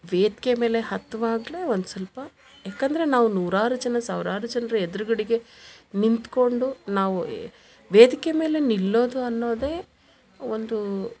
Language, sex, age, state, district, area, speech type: Kannada, female, 30-45, Karnataka, Koppal, rural, spontaneous